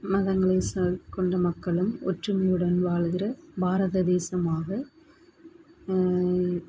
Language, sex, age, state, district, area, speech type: Tamil, male, 18-30, Tamil Nadu, Dharmapuri, rural, spontaneous